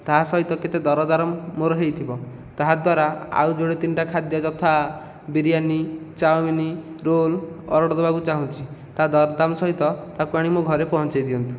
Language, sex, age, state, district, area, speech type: Odia, male, 18-30, Odisha, Nayagarh, rural, spontaneous